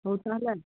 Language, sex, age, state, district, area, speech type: Odia, female, 60+, Odisha, Jharsuguda, rural, conversation